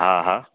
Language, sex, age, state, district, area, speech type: Gujarati, male, 30-45, Gujarat, Surat, urban, conversation